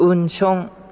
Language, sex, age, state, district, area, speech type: Bodo, male, 18-30, Assam, Chirang, rural, read